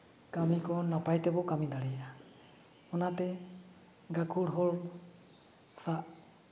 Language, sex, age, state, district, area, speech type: Santali, male, 30-45, Jharkhand, Seraikela Kharsawan, rural, spontaneous